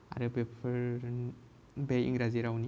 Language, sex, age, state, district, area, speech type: Bodo, male, 18-30, Assam, Kokrajhar, rural, spontaneous